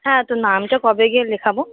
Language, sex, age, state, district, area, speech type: Bengali, female, 30-45, West Bengal, Purba Bardhaman, rural, conversation